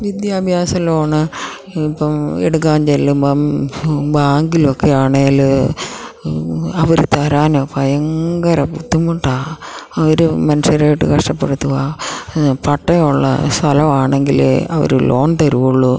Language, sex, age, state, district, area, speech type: Malayalam, female, 60+, Kerala, Idukki, rural, spontaneous